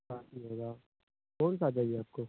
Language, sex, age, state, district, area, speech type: Hindi, male, 18-30, Bihar, Begusarai, rural, conversation